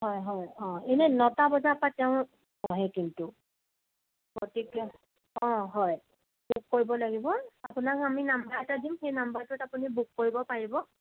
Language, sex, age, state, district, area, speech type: Assamese, female, 45-60, Assam, Sonitpur, urban, conversation